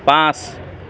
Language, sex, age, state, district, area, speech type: Assamese, male, 45-60, Assam, Charaideo, urban, read